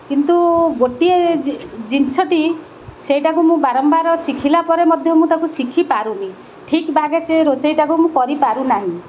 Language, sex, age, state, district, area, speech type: Odia, female, 60+, Odisha, Kendrapara, urban, spontaneous